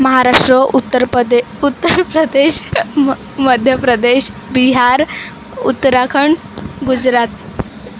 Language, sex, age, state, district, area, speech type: Marathi, female, 30-45, Maharashtra, Wardha, rural, spontaneous